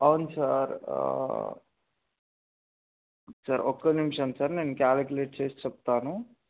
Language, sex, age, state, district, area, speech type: Telugu, male, 18-30, Telangana, Adilabad, urban, conversation